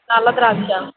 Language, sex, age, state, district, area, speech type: Telugu, female, 18-30, Andhra Pradesh, N T Rama Rao, urban, conversation